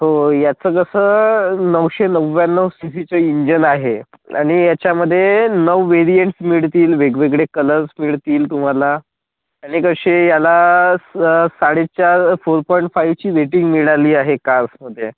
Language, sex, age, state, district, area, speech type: Marathi, female, 18-30, Maharashtra, Bhandara, urban, conversation